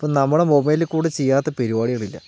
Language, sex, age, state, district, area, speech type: Malayalam, male, 18-30, Kerala, Palakkad, urban, spontaneous